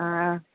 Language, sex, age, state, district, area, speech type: Malayalam, female, 30-45, Kerala, Thiruvananthapuram, urban, conversation